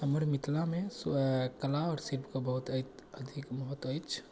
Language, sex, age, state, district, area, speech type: Maithili, male, 18-30, Bihar, Darbhanga, rural, spontaneous